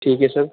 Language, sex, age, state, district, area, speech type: Hindi, male, 30-45, Bihar, Darbhanga, rural, conversation